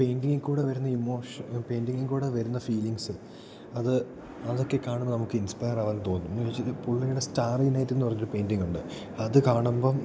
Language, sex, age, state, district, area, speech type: Malayalam, male, 18-30, Kerala, Idukki, rural, spontaneous